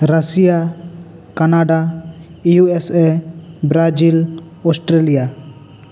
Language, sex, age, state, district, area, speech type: Santali, male, 18-30, West Bengal, Bankura, rural, spontaneous